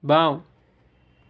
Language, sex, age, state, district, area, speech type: Assamese, male, 18-30, Assam, Biswanath, rural, read